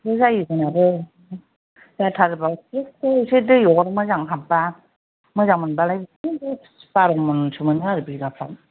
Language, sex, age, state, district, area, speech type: Bodo, female, 30-45, Assam, Kokrajhar, rural, conversation